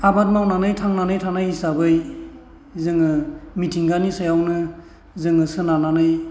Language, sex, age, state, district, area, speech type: Bodo, male, 45-60, Assam, Chirang, rural, spontaneous